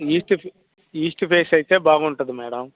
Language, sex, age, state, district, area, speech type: Telugu, male, 45-60, Andhra Pradesh, Bapatla, rural, conversation